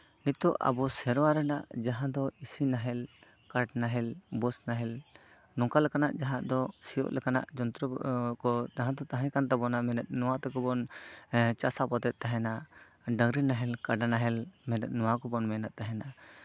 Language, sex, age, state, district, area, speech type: Santali, male, 18-30, West Bengal, Bankura, rural, spontaneous